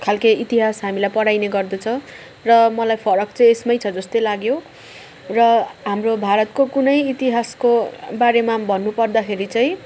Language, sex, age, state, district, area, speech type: Nepali, female, 45-60, West Bengal, Darjeeling, rural, spontaneous